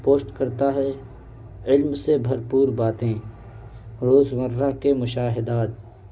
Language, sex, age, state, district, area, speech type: Urdu, male, 18-30, Uttar Pradesh, Balrampur, rural, spontaneous